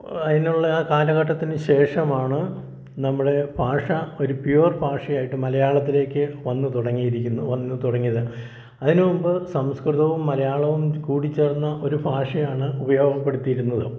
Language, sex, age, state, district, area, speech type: Malayalam, male, 60+, Kerala, Malappuram, rural, spontaneous